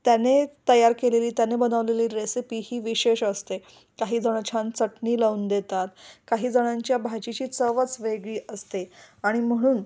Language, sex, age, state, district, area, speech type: Marathi, female, 45-60, Maharashtra, Kolhapur, urban, spontaneous